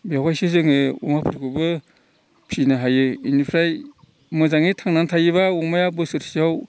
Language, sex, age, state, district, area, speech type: Bodo, male, 60+, Assam, Udalguri, rural, spontaneous